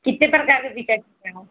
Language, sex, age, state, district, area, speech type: Hindi, female, 18-30, Uttar Pradesh, Pratapgarh, rural, conversation